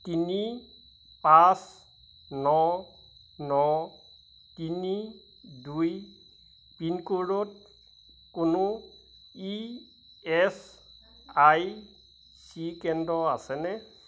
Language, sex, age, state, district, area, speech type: Assamese, male, 45-60, Assam, Majuli, rural, read